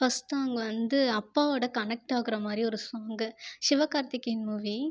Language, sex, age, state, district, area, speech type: Tamil, female, 18-30, Tamil Nadu, Viluppuram, urban, spontaneous